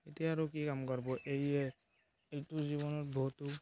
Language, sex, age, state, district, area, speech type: Assamese, male, 18-30, Assam, Barpeta, rural, spontaneous